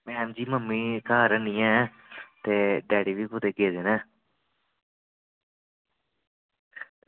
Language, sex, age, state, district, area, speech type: Dogri, male, 18-30, Jammu and Kashmir, Samba, urban, conversation